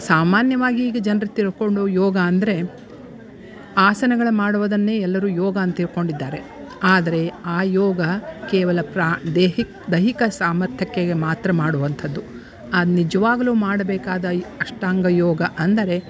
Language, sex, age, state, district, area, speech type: Kannada, female, 60+, Karnataka, Dharwad, rural, spontaneous